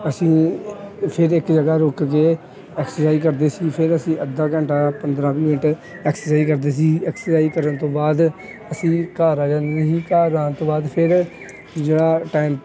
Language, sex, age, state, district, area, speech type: Punjabi, male, 18-30, Punjab, Pathankot, rural, spontaneous